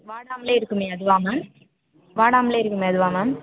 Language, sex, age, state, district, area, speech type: Tamil, female, 18-30, Tamil Nadu, Thanjavur, rural, conversation